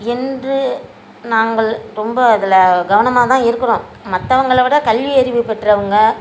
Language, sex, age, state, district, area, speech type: Tamil, female, 60+, Tamil Nadu, Nagapattinam, rural, spontaneous